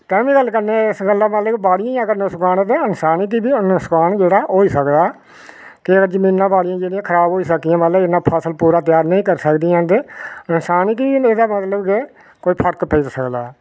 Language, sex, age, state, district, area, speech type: Dogri, male, 60+, Jammu and Kashmir, Reasi, rural, spontaneous